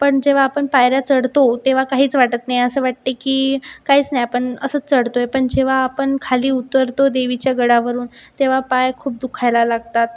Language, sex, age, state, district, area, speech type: Marathi, female, 30-45, Maharashtra, Buldhana, rural, spontaneous